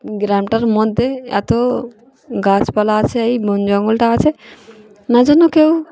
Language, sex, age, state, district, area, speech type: Bengali, female, 18-30, West Bengal, Dakshin Dinajpur, urban, spontaneous